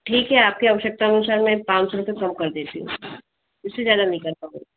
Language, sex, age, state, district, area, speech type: Hindi, female, 30-45, Madhya Pradesh, Bhopal, urban, conversation